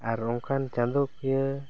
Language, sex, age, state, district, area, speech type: Santali, male, 18-30, West Bengal, Bankura, rural, spontaneous